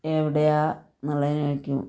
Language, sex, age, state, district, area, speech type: Malayalam, female, 45-60, Kerala, Palakkad, rural, spontaneous